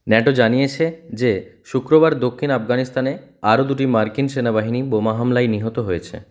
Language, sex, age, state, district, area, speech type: Bengali, male, 30-45, West Bengal, South 24 Parganas, rural, read